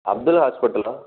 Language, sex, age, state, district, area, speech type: Tamil, male, 18-30, Tamil Nadu, Erode, rural, conversation